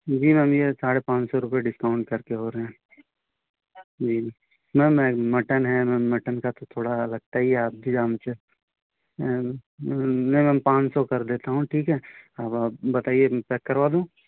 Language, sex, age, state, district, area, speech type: Hindi, male, 30-45, Madhya Pradesh, Betul, urban, conversation